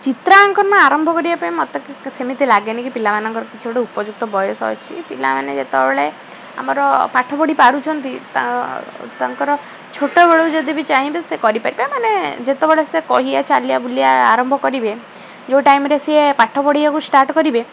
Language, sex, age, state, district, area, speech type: Odia, female, 45-60, Odisha, Rayagada, rural, spontaneous